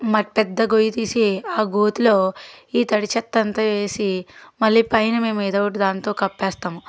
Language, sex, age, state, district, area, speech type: Telugu, female, 30-45, Andhra Pradesh, Guntur, rural, spontaneous